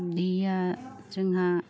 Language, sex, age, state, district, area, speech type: Bodo, female, 30-45, Assam, Kokrajhar, rural, spontaneous